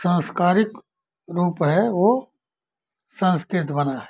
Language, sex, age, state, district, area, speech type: Hindi, male, 60+, Uttar Pradesh, Azamgarh, urban, spontaneous